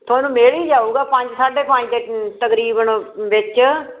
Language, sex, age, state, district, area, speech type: Punjabi, female, 60+, Punjab, Fazilka, rural, conversation